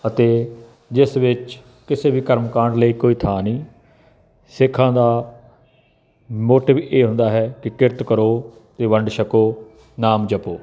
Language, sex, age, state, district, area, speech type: Punjabi, male, 45-60, Punjab, Barnala, urban, spontaneous